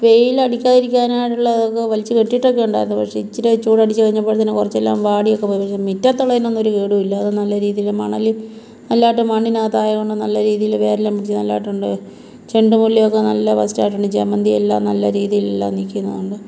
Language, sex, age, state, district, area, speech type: Malayalam, female, 45-60, Kerala, Kottayam, rural, spontaneous